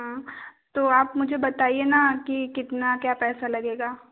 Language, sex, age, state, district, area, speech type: Hindi, female, 18-30, Madhya Pradesh, Betul, rural, conversation